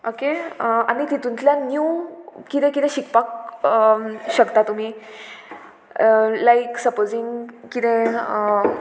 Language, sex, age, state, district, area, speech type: Goan Konkani, female, 18-30, Goa, Murmgao, urban, spontaneous